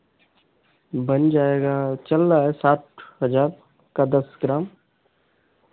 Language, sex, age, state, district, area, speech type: Hindi, male, 30-45, Uttar Pradesh, Ghazipur, rural, conversation